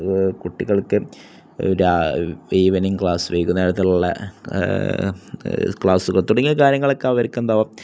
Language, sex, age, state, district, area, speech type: Malayalam, male, 18-30, Kerala, Kozhikode, rural, spontaneous